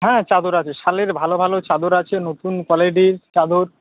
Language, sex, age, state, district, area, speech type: Bengali, male, 18-30, West Bengal, Howrah, urban, conversation